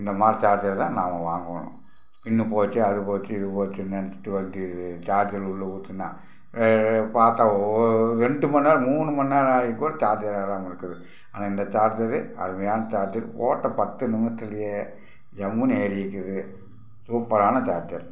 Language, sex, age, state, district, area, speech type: Tamil, male, 60+, Tamil Nadu, Tiruppur, rural, spontaneous